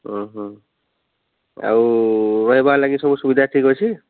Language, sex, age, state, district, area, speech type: Odia, male, 30-45, Odisha, Sambalpur, rural, conversation